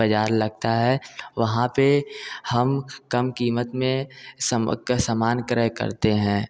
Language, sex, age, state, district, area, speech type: Hindi, male, 18-30, Uttar Pradesh, Bhadohi, rural, spontaneous